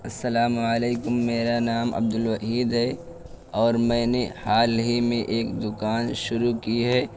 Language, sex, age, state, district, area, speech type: Urdu, male, 18-30, Uttar Pradesh, Balrampur, rural, spontaneous